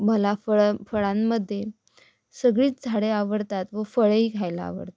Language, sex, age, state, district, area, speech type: Marathi, female, 18-30, Maharashtra, Sangli, urban, spontaneous